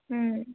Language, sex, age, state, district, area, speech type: Assamese, female, 18-30, Assam, Dhemaji, urban, conversation